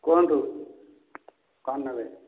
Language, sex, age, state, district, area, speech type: Odia, male, 60+, Odisha, Dhenkanal, rural, conversation